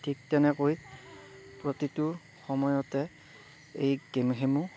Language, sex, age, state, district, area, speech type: Assamese, male, 45-60, Assam, Darrang, rural, spontaneous